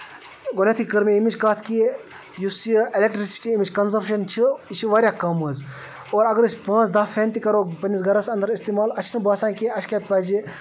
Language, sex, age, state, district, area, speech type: Kashmiri, male, 30-45, Jammu and Kashmir, Baramulla, rural, spontaneous